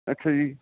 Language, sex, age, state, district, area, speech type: Punjabi, male, 30-45, Punjab, Barnala, rural, conversation